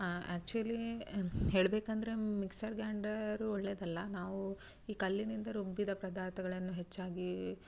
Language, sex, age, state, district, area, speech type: Kannada, female, 30-45, Karnataka, Udupi, rural, spontaneous